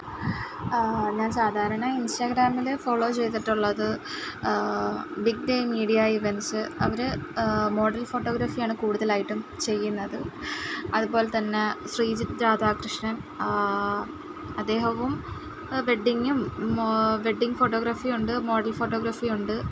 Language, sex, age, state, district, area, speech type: Malayalam, female, 18-30, Kerala, Kollam, rural, spontaneous